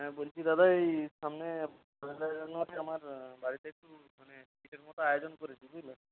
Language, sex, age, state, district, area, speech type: Bengali, male, 30-45, West Bengal, South 24 Parganas, rural, conversation